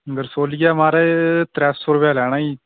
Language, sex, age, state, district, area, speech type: Dogri, male, 18-30, Jammu and Kashmir, Udhampur, rural, conversation